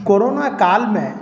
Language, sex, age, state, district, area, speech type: Maithili, male, 45-60, Bihar, Madhubani, urban, spontaneous